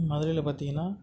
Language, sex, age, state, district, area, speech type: Tamil, male, 18-30, Tamil Nadu, Tiruvannamalai, urban, spontaneous